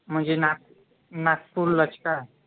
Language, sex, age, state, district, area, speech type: Marathi, male, 30-45, Maharashtra, Nagpur, urban, conversation